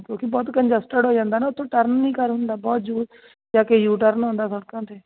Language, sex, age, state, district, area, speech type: Punjabi, female, 30-45, Punjab, Jalandhar, rural, conversation